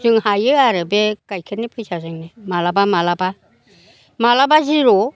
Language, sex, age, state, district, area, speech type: Bodo, female, 60+, Assam, Chirang, rural, spontaneous